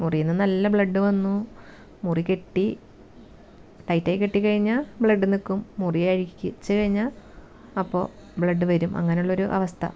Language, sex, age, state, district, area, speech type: Malayalam, female, 30-45, Kerala, Thrissur, rural, spontaneous